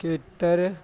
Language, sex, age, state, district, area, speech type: Punjabi, male, 18-30, Punjab, Muktsar, urban, read